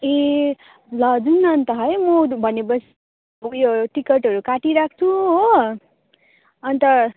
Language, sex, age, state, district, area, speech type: Nepali, female, 18-30, West Bengal, Darjeeling, rural, conversation